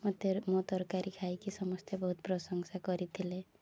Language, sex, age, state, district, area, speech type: Odia, female, 18-30, Odisha, Mayurbhanj, rural, spontaneous